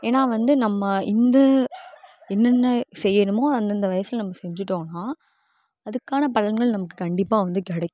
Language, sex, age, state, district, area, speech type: Tamil, female, 18-30, Tamil Nadu, Sivaganga, rural, spontaneous